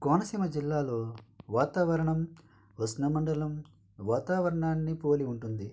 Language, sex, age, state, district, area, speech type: Telugu, male, 45-60, Andhra Pradesh, Konaseema, rural, spontaneous